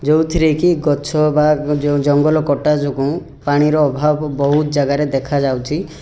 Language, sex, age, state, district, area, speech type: Odia, male, 30-45, Odisha, Rayagada, rural, spontaneous